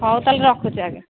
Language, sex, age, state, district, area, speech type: Odia, female, 45-60, Odisha, Angul, rural, conversation